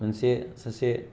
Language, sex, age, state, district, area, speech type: Bodo, male, 18-30, Assam, Kokrajhar, rural, spontaneous